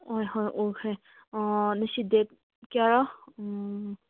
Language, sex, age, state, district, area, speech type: Manipuri, female, 30-45, Manipur, Senapati, urban, conversation